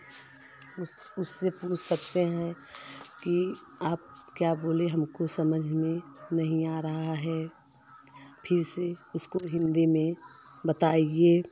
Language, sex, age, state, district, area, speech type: Hindi, female, 30-45, Uttar Pradesh, Jaunpur, urban, spontaneous